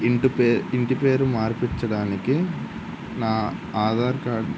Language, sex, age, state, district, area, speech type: Telugu, male, 18-30, Andhra Pradesh, N T Rama Rao, urban, spontaneous